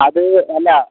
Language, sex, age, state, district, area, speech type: Malayalam, male, 18-30, Kerala, Wayanad, rural, conversation